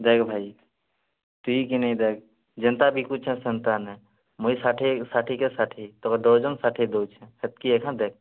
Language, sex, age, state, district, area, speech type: Odia, male, 18-30, Odisha, Kalahandi, rural, conversation